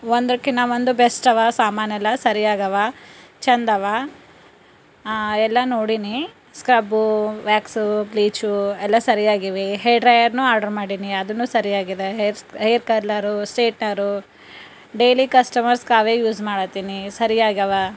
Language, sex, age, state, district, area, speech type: Kannada, female, 30-45, Karnataka, Bidar, rural, spontaneous